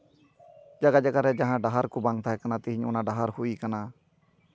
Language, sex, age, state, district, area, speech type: Santali, male, 30-45, West Bengal, Malda, rural, spontaneous